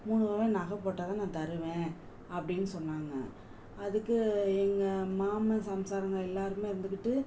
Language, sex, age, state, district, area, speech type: Tamil, female, 45-60, Tamil Nadu, Madurai, urban, spontaneous